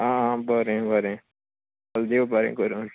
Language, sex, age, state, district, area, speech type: Goan Konkani, male, 30-45, Goa, Murmgao, rural, conversation